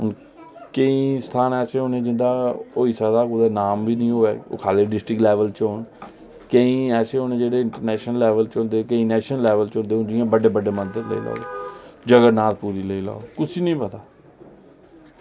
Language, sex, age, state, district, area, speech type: Dogri, male, 30-45, Jammu and Kashmir, Reasi, rural, spontaneous